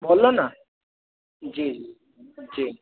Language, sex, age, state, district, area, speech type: Hindi, male, 18-30, Madhya Pradesh, Harda, urban, conversation